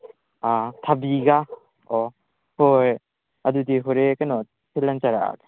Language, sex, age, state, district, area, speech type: Manipuri, male, 18-30, Manipur, Kakching, rural, conversation